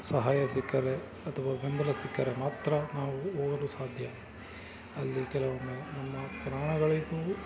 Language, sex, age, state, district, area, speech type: Kannada, male, 18-30, Karnataka, Davanagere, urban, spontaneous